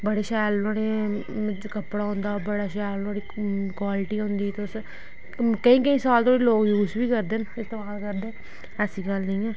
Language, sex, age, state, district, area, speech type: Dogri, female, 18-30, Jammu and Kashmir, Reasi, rural, spontaneous